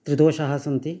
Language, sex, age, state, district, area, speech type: Sanskrit, male, 45-60, Karnataka, Uttara Kannada, rural, spontaneous